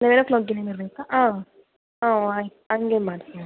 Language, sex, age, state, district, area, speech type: Kannada, female, 45-60, Karnataka, Davanagere, urban, conversation